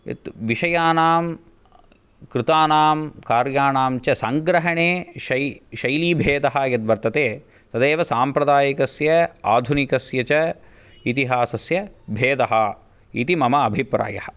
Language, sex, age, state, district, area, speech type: Sanskrit, male, 18-30, Karnataka, Bangalore Urban, urban, spontaneous